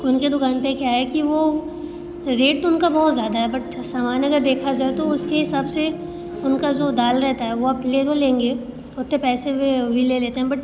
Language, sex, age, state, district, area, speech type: Hindi, female, 18-30, Uttar Pradesh, Bhadohi, rural, spontaneous